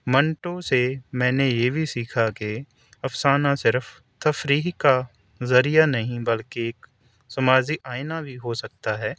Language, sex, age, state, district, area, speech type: Urdu, male, 30-45, Delhi, New Delhi, urban, spontaneous